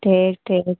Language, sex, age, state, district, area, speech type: Hindi, female, 45-60, Uttar Pradesh, Lucknow, rural, conversation